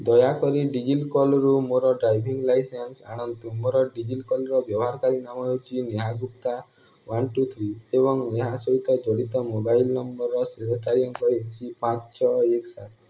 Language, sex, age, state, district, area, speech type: Odia, male, 18-30, Odisha, Nuapada, urban, read